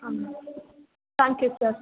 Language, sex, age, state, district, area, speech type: Kannada, female, 18-30, Karnataka, Chitradurga, rural, conversation